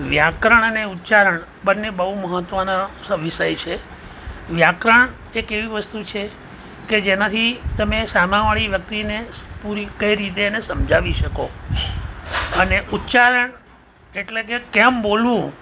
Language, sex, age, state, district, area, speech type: Gujarati, male, 60+, Gujarat, Ahmedabad, urban, spontaneous